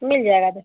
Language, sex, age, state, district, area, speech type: Hindi, female, 45-60, Uttar Pradesh, Azamgarh, rural, conversation